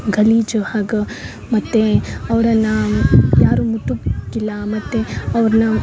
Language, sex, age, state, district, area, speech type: Kannada, female, 18-30, Karnataka, Uttara Kannada, rural, spontaneous